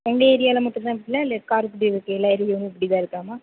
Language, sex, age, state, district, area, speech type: Tamil, female, 18-30, Tamil Nadu, Sivaganga, rural, conversation